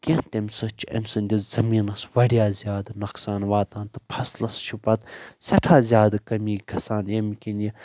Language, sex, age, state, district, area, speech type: Kashmiri, male, 18-30, Jammu and Kashmir, Baramulla, rural, spontaneous